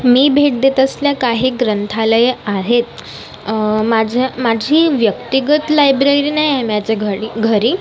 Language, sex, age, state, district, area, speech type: Marathi, female, 30-45, Maharashtra, Nagpur, urban, spontaneous